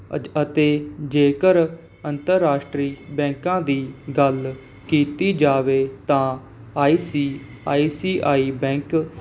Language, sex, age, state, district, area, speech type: Punjabi, male, 18-30, Punjab, Mohali, urban, spontaneous